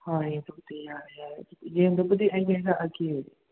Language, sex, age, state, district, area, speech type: Manipuri, other, 30-45, Manipur, Imphal West, urban, conversation